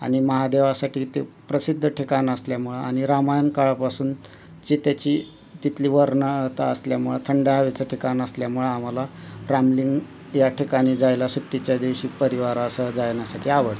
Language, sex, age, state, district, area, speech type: Marathi, male, 45-60, Maharashtra, Osmanabad, rural, spontaneous